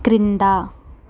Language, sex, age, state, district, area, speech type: Telugu, female, 18-30, Andhra Pradesh, Chittoor, urban, read